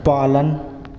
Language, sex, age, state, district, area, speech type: Hindi, male, 18-30, Madhya Pradesh, Seoni, urban, read